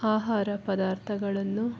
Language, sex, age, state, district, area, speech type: Kannada, female, 60+, Karnataka, Chikkaballapur, rural, spontaneous